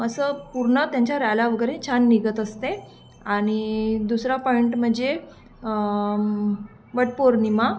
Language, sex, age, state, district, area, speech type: Marathi, female, 18-30, Maharashtra, Thane, urban, spontaneous